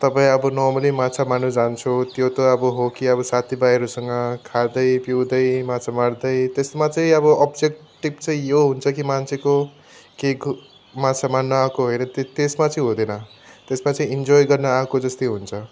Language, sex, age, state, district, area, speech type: Nepali, male, 45-60, West Bengal, Darjeeling, rural, spontaneous